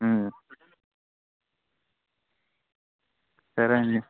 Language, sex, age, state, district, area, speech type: Telugu, male, 18-30, Andhra Pradesh, Anantapur, urban, conversation